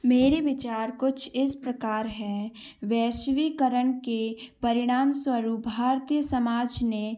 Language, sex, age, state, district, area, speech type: Hindi, female, 18-30, Madhya Pradesh, Gwalior, urban, spontaneous